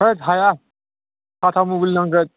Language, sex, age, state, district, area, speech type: Bodo, male, 60+, Assam, Udalguri, rural, conversation